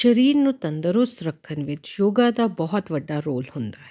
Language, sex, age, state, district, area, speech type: Punjabi, female, 30-45, Punjab, Jalandhar, urban, spontaneous